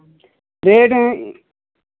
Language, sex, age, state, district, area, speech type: Hindi, male, 45-60, Uttar Pradesh, Lucknow, urban, conversation